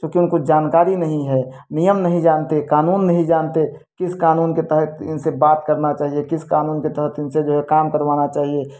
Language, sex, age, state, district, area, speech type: Hindi, male, 30-45, Uttar Pradesh, Prayagraj, urban, spontaneous